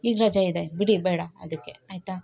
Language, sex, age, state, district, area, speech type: Kannada, female, 30-45, Karnataka, Chikkamagaluru, rural, spontaneous